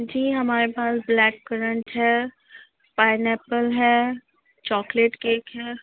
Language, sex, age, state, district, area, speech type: Urdu, female, 45-60, Delhi, South Delhi, urban, conversation